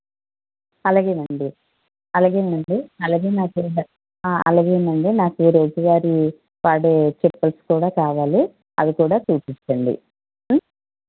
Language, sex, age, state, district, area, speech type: Telugu, female, 45-60, Andhra Pradesh, Konaseema, rural, conversation